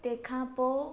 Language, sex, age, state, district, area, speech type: Sindhi, female, 18-30, Gujarat, Surat, urban, spontaneous